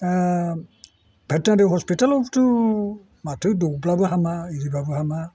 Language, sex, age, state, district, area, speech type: Bodo, male, 60+, Assam, Chirang, rural, spontaneous